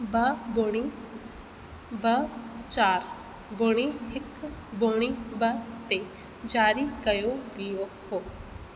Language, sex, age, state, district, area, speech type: Sindhi, female, 18-30, Rajasthan, Ajmer, urban, read